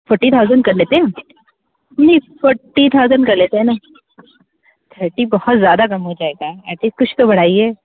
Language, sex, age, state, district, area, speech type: Hindi, female, 30-45, Uttar Pradesh, Sitapur, rural, conversation